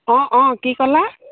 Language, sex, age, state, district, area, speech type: Assamese, female, 45-60, Assam, Jorhat, urban, conversation